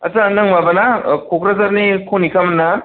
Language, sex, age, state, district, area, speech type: Bodo, male, 30-45, Assam, Kokrajhar, rural, conversation